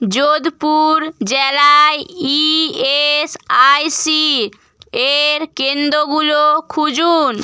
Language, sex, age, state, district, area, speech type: Bengali, female, 18-30, West Bengal, Bankura, urban, read